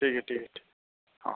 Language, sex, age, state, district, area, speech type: Marathi, male, 30-45, Maharashtra, Buldhana, urban, conversation